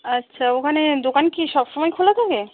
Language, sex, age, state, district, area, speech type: Bengali, female, 45-60, West Bengal, Hooghly, rural, conversation